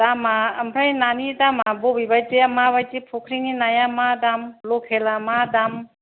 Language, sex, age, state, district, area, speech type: Bodo, female, 45-60, Assam, Kokrajhar, rural, conversation